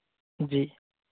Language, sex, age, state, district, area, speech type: Hindi, male, 18-30, Madhya Pradesh, Seoni, urban, conversation